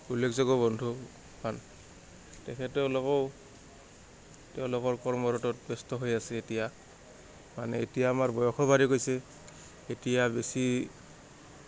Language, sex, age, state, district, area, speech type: Assamese, male, 18-30, Assam, Goalpara, urban, spontaneous